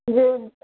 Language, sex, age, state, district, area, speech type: Urdu, female, 18-30, Telangana, Hyderabad, urban, conversation